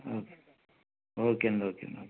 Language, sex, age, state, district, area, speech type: Telugu, male, 45-60, Andhra Pradesh, West Godavari, urban, conversation